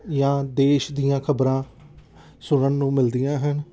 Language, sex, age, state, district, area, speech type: Punjabi, male, 30-45, Punjab, Amritsar, urban, spontaneous